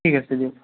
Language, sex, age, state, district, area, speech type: Assamese, male, 30-45, Assam, Golaghat, urban, conversation